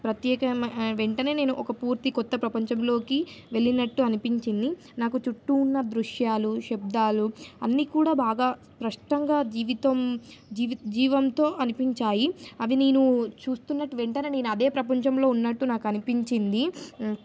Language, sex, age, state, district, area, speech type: Telugu, female, 18-30, Telangana, Nizamabad, urban, spontaneous